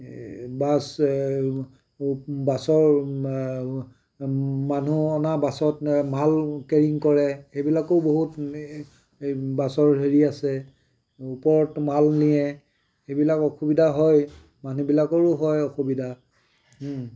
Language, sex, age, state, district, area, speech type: Assamese, male, 60+, Assam, Tinsukia, urban, spontaneous